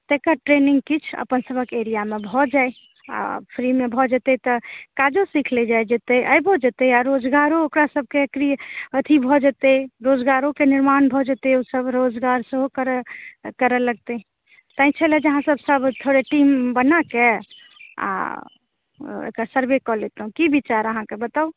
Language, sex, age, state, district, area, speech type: Maithili, female, 30-45, Bihar, Madhubani, rural, conversation